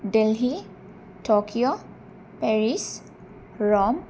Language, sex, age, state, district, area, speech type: Bodo, female, 18-30, Assam, Kokrajhar, urban, spontaneous